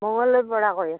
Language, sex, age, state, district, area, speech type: Assamese, female, 30-45, Assam, Darrang, rural, conversation